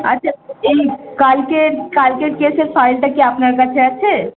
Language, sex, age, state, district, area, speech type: Bengali, female, 18-30, West Bengal, Malda, urban, conversation